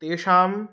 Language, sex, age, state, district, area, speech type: Sanskrit, male, 18-30, Odisha, Puri, rural, spontaneous